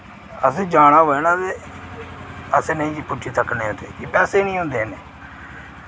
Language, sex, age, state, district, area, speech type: Dogri, male, 18-30, Jammu and Kashmir, Reasi, rural, spontaneous